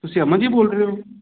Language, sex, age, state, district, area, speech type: Punjabi, male, 18-30, Punjab, Kapurthala, urban, conversation